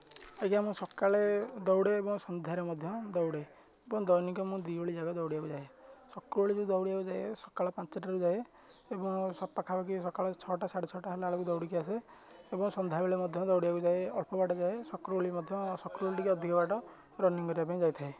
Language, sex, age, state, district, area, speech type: Odia, male, 18-30, Odisha, Nayagarh, rural, spontaneous